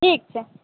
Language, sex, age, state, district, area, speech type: Maithili, female, 30-45, Bihar, Madhubani, urban, conversation